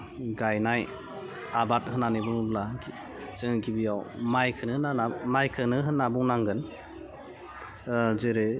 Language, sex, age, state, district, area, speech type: Bodo, female, 30-45, Assam, Udalguri, urban, spontaneous